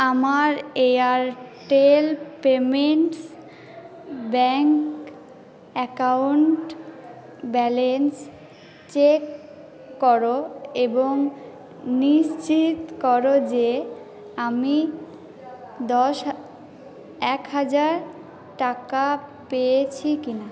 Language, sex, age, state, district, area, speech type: Bengali, female, 60+, West Bengal, Purba Bardhaman, urban, read